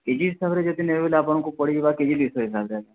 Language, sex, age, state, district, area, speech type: Odia, male, 45-60, Odisha, Nuapada, urban, conversation